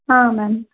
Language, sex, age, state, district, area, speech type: Kannada, female, 18-30, Karnataka, Chitradurga, rural, conversation